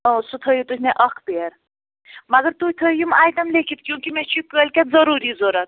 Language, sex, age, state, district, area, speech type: Kashmiri, female, 60+, Jammu and Kashmir, Ganderbal, rural, conversation